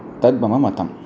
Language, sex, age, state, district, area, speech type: Sanskrit, male, 18-30, Punjab, Amritsar, urban, spontaneous